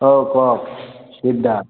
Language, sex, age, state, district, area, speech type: Assamese, male, 30-45, Assam, Charaideo, urban, conversation